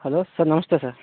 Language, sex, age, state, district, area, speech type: Telugu, male, 60+, Andhra Pradesh, Vizianagaram, rural, conversation